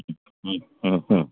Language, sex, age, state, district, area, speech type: Malayalam, male, 45-60, Kerala, Kottayam, urban, conversation